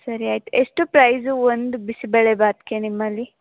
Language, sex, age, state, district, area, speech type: Kannada, female, 18-30, Karnataka, Mandya, rural, conversation